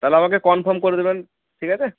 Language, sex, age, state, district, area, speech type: Bengali, male, 45-60, West Bengal, Purba Bardhaman, rural, conversation